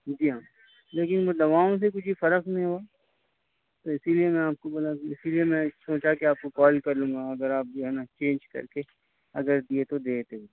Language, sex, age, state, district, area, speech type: Urdu, male, 30-45, Telangana, Hyderabad, urban, conversation